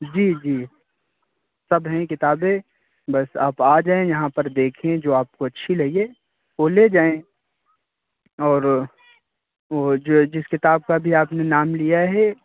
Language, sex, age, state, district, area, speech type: Urdu, male, 45-60, Uttar Pradesh, Lucknow, rural, conversation